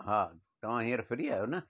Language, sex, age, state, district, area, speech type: Sindhi, male, 60+, Gujarat, Surat, urban, spontaneous